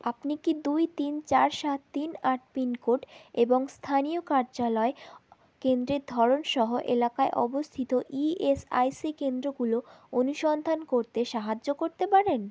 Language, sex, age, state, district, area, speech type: Bengali, female, 18-30, West Bengal, South 24 Parganas, rural, read